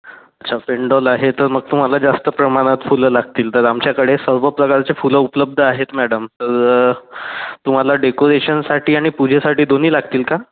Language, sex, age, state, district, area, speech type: Marathi, male, 45-60, Maharashtra, Nagpur, rural, conversation